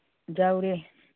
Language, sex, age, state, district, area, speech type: Manipuri, female, 60+, Manipur, Churachandpur, urban, conversation